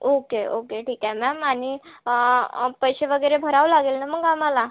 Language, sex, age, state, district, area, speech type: Marathi, female, 18-30, Maharashtra, Wardha, urban, conversation